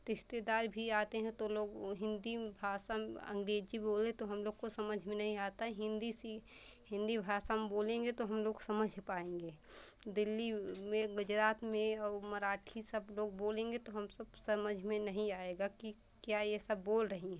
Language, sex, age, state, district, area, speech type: Hindi, female, 30-45, Uttar Pradesh, Pratapgarh, rural, spontaneous